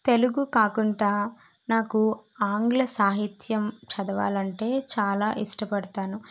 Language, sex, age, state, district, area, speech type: Telugu, female, 18-30, Andhra Pradesh, Kadapa, urban, spontaneous